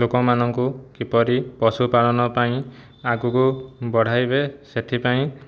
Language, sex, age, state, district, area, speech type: Odia, male, 30-45, Odisha, Jajpur, rural, spontaneous